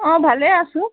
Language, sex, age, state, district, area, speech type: Assamese, female, 45-60, Assam, Dibrugarh, rural, conversation